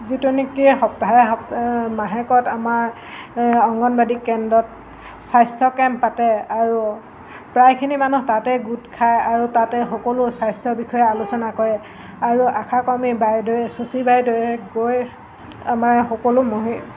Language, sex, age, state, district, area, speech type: Assamese, female, 45-60, Assam, Golaghat, urban, spontaneous